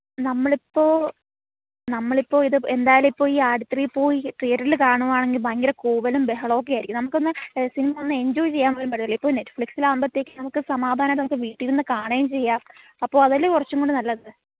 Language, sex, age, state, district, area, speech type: Malayalam, female, 18-30, Kerala, Thiruvananthapuram, rural, conversation